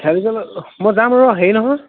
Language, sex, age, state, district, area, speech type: Assamese, male, 45-60, Assam, Lakhimpur, rural, conversation